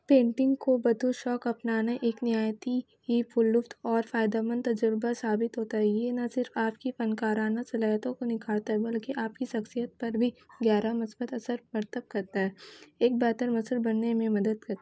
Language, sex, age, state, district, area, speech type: Urdu, female, 18-30, West Bengal, Kolkata, urban, spontaneous